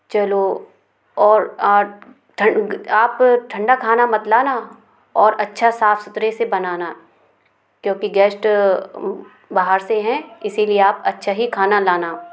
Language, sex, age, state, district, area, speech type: Hindi, female, 30-45, Madhya Pradesh, Gwalior, urban, spontaneous